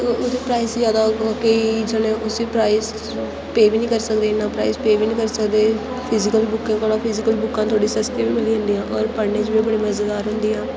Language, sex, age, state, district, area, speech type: Dogri, female, 18-30, Jammu and Kashmir, Kathua, rural, spontaneous